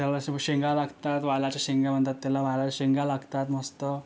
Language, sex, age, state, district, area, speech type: Marathi, male, 18-30, Maharashtra, Yavatmal, rural, spontaneous